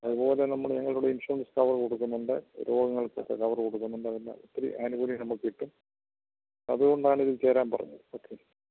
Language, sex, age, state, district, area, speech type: Malayalam, male, 60+, Kerala, Kottayam, urban, conversation